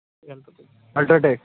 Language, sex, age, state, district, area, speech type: Bengali, male, 18-30, West Bengal, Uttar Dinajpur, urban, conversation